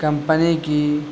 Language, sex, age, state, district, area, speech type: Urdu, male, 18-30, Bihar, Gaya, rural, spontaneous